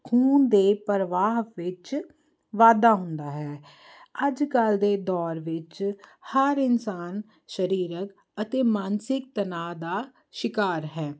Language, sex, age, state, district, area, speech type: Punjabi, female, 30-45, Punjab, Jalandhar, urban, spontaneous